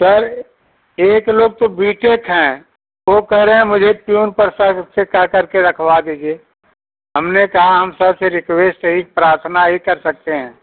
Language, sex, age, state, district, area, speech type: Hindi, male, 60+, Uttar Pradesh, Azamgarh, rural, conversation